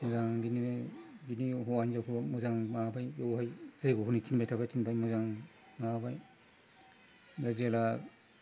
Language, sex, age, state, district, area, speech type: Bodo, male, 60+, Assam, Udalguri, rural, spontaneous